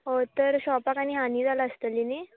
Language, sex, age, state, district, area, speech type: Goan Konkani, female, 18-30, Goa, Bardez, urban, conversation